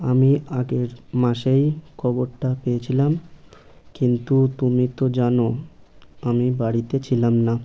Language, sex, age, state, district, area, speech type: Bengali, male, 18-30, West Bengal, Birbhum, urban, read